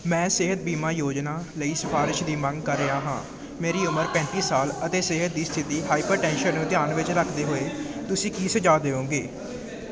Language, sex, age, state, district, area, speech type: Punjabi, male, 18-30, Punjab, Ludhiana, urban, read